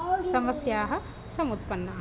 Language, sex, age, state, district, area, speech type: Sanskrit, female, 30-45, Telangana, Hyderabad, urban, spontaneous